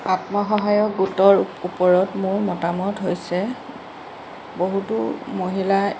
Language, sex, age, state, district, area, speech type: Assamese, female, 45-60, Assam, Jorhat, urban, spontaneous